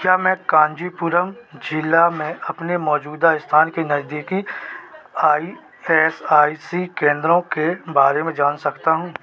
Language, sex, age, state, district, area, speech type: Hindi, male, 30-45, Madhya Pradesh, Seoni, urban, read